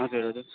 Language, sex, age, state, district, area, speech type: Nepali, male, 18-30, West Bengal, Darjeeling, rural, conversation